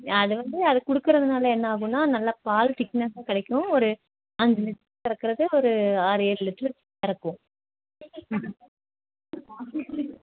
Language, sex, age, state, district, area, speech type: Tamil, female, 45-60, Tamil Nadu, Nilgiris, rural, conversation